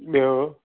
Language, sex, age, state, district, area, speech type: Sindhi, male, 30-45, Maharashtra, Thane, urban, conversation